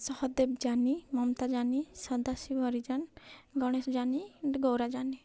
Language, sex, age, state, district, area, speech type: Odia, female, 18-30, Odisha, Nabarangpur, urban, spontaneous